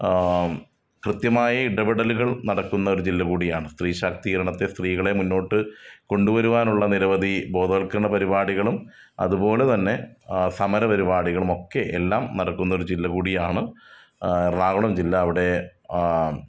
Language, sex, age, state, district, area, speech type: Malayalam, male, 30-45, Kerala, Ernakulam, rural, spontaneous